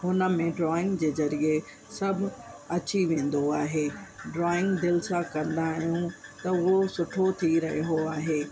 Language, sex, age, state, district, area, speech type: Sindhi, female, 45-60, Uttar Pradesh, Lucknow, rural, spontaneous